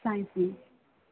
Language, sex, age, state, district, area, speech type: Punjabi, female, 18-30, Punjab, Firozpur, urban, conversation